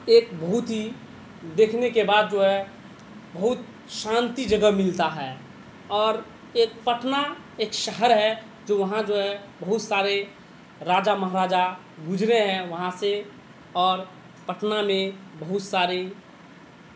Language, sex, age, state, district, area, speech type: Urdu, male, 18-30, Bihar, Madhubani, urban, spontaneous